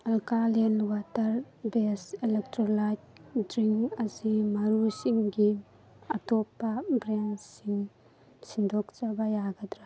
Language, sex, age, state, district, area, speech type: Manipuri, female, 18-30, Manipur, Churachandpur, urban, read